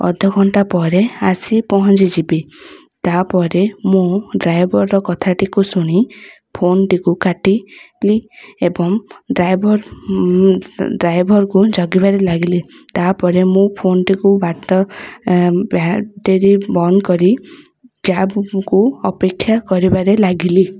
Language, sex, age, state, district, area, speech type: Odia, female, 18-30, Odisha, Ganjam, urban, spontaneous